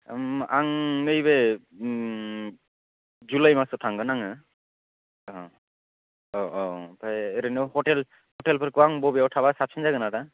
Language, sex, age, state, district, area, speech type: Bodo, male, 18-30, Assam, Kokrajhar, urban, conversation